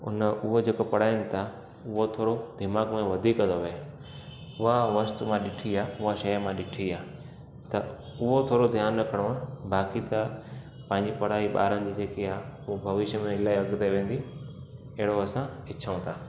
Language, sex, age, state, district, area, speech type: Sindhi, male, 30-45, Gujarat, Junagadh, rural, spontaneous